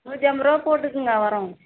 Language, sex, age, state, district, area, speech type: Tamil, female, 45-60, Tamil Nadu, Tiruvannamalai, rural, conversation